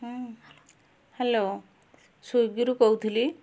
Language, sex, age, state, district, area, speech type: Odia, female, 45-60, Odisha, Kendujhar, urban, spontaneous